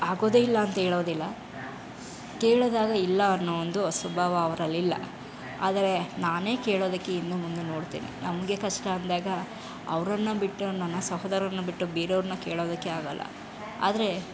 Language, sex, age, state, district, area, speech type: Kannada, female, 30-45, Karnataka, Chamarajanagar, rural, spontaneous